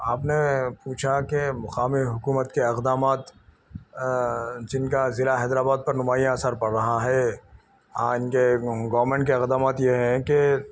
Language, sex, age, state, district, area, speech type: Urdu, male, 45-60, Telangana, Hyderabad, urban, spontaneous